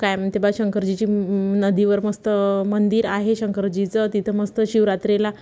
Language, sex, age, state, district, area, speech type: Marathi, female, 30-45, Maharashtra, Wardha, rural, spontaneous